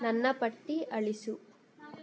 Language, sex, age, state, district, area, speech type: Kannada, female, 18-30, Karnataka, Kolar, rural, read